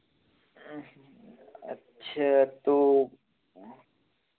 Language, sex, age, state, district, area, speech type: Hindi, male, 18-30, Uttar Pradesh, Varanasi, urban, conversation